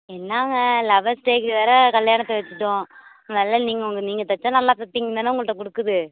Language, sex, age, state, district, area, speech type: Tamil, female, 18-30, Tamil Nadu, Nagapattinam, urban, conversation